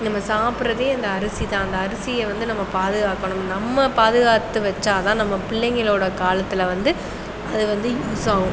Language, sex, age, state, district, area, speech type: Tamil, female, 30-45, Tamil Nadu, Pudukkottai, rural, spontaneous